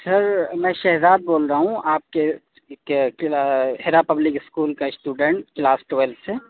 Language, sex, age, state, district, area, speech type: Urdu, male, 18-30, Delhi, South Delhi, urban, conversation